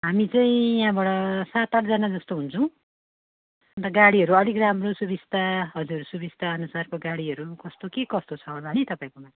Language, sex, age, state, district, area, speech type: Nepali, female, 45-60, West Bengal, Darjeeling, rural, conversation